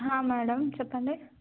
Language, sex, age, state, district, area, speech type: Telugu, female, 18-30, Telangana, Jangaon, urban, conversation